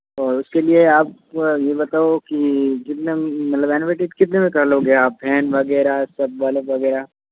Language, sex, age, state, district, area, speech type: Hindi, male, 18-30, Rajasthan, Jodhpur, rural, conversation